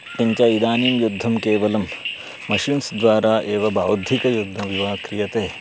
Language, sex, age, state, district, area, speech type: Sanskrit, male, 30-45, Karnataka, Uttara Kannada, urban, spontaneous